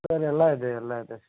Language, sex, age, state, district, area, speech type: Kannada, male, 30-45, Karnataka, Belgaum, rural, conversation